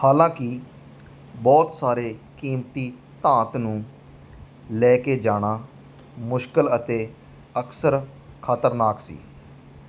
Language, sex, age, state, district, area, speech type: Punjabi, male, 30-45, Punjab, Mansa, rural, read